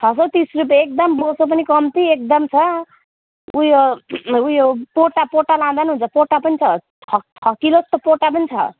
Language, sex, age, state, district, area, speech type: Nepali, female, 30-45, West Bengal, Jalpaiguri, rural, conversation